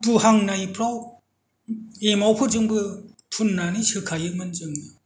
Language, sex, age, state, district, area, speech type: Bodo, male, 60+, Assam, Kokrajhar, rural, spontaneous